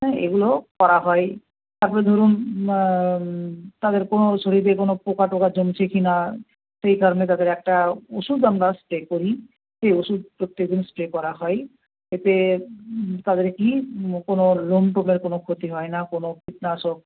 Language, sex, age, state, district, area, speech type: Bengali, female, 45-60, West Bengal, Nadia, rural, conversation